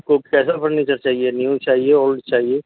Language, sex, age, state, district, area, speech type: Urdu, male, 60+, Delhi, Central Delhi, urban, conversation